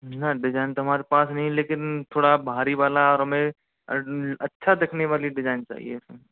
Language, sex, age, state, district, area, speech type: Hindi, male, 45-60, Rajasthan, Karauli, rural, conversation